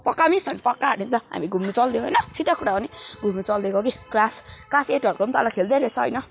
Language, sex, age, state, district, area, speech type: Nepali, male, 18-30, West Bengal, Kalimpong, rural, spontaneous